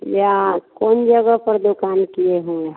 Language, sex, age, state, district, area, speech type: Hindi, female, 60+, Bihar, Vaishali, urban, conversation